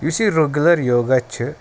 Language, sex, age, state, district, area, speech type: Kashmiri, male, 30-45, Jammu and Kashmir, Pulwama, urban, spontaneous